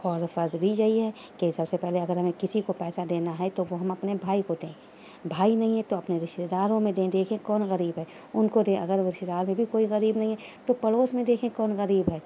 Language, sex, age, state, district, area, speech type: Urdu, female, 30-45, Uttar Pradesh, Shahjahanpur, urban, spontaneous